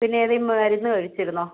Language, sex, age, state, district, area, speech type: Malayalam, female, 18-30, Kerala, Wayanad, rural, conversation